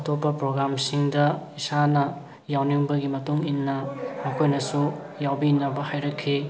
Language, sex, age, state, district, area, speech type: Manipuri, male, 30-45, Manipur, Thoubal, rural, spontaneous